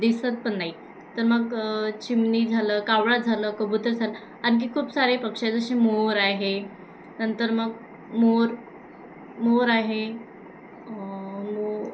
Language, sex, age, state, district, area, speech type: Marathi, female, 18-30, Maharashtra, Thane, urban, spontaneous